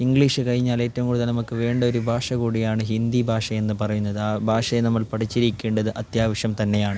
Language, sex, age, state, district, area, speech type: Malayalam, male, 18-30, Kerala, Kasaragod, urban, spontaneous